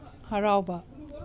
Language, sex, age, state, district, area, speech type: Manipuri, female, 45-60, Manipur, Tengnoupal, urban, read